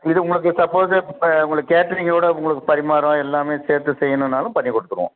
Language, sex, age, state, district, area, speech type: Tamil, male, 45-60, Tamil Nadu, Thanjavur, urban, conversation